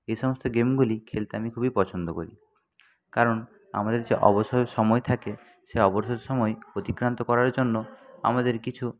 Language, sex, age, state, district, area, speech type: Bengali, male, 30-45, West Bengal, Jhargram, rural, spontaneous